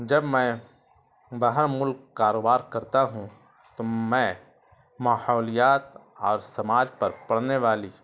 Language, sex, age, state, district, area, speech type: Urdu, male, 30-45, Bihar, Gaya, urban, spontaneous